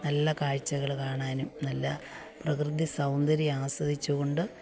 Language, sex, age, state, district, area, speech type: Malayalam, female, 45-60, Kerala, Alappuzha, rural, spontaneous